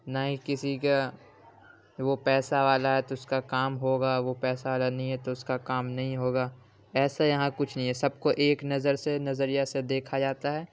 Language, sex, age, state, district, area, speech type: Urdu, male, 18-30, Uttar Pradesh, Ghaziabad, urban, spontaneous